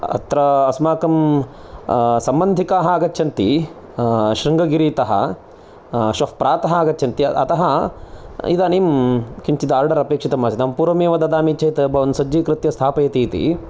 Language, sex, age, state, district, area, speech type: Sanskrit, male, 30-45, Karnataka, Chikkamagaluru, urban, spontaneous